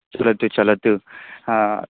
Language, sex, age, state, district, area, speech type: Sanskrit, male, 18-30, Bihar, East Champaran, urban, conversation